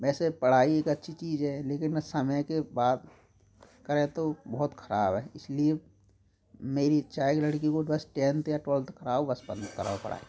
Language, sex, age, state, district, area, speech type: Hindi, male, 30-45, Madhya Pradesh, Gwalior, rural, spontaneous